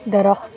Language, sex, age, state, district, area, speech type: Urdu, female, 18-30, Uttar Pradesh, Aligarh, urban, read